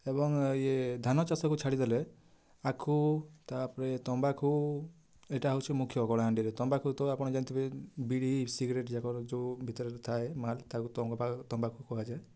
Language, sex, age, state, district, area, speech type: Odia, male, 18-30, Odisha, Kalahandi, rural, spontaneous